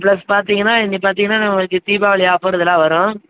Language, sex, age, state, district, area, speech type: Tamil, male, 18-30, Tamil Nadu, Madurai, rural, conversation